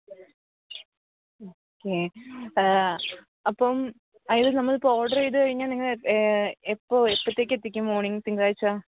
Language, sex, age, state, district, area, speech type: Malayalam, female, 18-30, Kerala, Pathanamthitta, rural, conversation